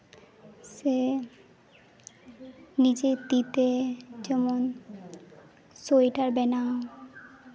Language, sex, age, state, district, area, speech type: Santali, female, 18-30, West Bengal, Jhargram, rural, spontaneous